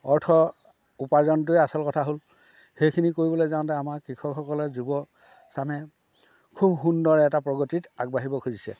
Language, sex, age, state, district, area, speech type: Assamese, male, 60+, Assam, Dhemaji, rural, spontaneous